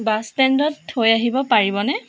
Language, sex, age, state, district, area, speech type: Assamese, female, 18-30, Assam, Jorhat, urban, spontaneous